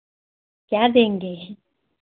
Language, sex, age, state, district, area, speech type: Hindi, female, 30-45, Uttar Pradesh, Hardoi, rural, conversation